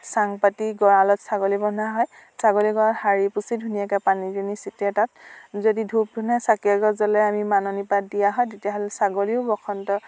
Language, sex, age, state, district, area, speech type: Assamese, female, 30-45, Assam, Dhemaji, rural, spontaneous